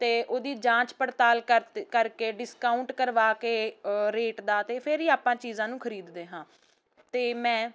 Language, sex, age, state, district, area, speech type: Punjabi, female, 18-30, Punjab, Ludhiana, urban, spontaneous